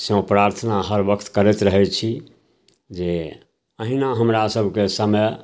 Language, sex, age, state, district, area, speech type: Maithili, male, 60+, Bihar, Samastipur, urban, spontaneous